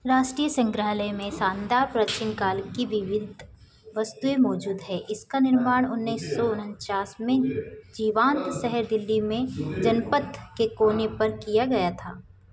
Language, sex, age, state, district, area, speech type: Hindi, female, 30-45, Madhya Pradesh, Chhindwara, urban, read